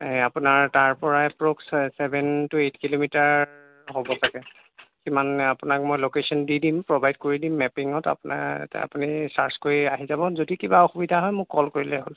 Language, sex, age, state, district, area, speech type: Assamese, male, 30-45, Assam, Lakhimpur, urban, conversation